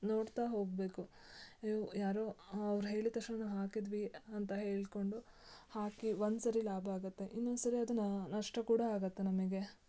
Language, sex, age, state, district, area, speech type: Kannada, female, 18-30, Karnataka, Shimoga, rural, spontaneous